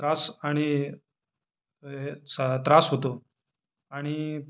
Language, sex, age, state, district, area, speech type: Marathi, male, 30-45, Maharashtra, Raigad, rural, spontaneous